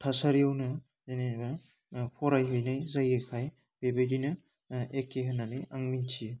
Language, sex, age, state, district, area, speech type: Bodo, male, 18-30, Assam, Udalguri, rural, spontaneous